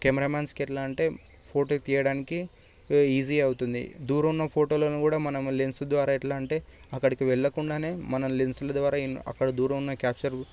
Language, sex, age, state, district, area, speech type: Telugu, male, 18-30, Telangana, Sangareddy, urban, spontaneous